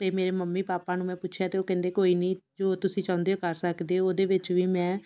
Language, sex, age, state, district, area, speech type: Punjabi, female, 30-45, Punjab, Shaheed Bhagat Singh Nagar, rural, spontaneous